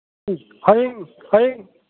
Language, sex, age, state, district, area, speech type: Manipuri, male, 60+, Manipur, Chandel, rural, conversation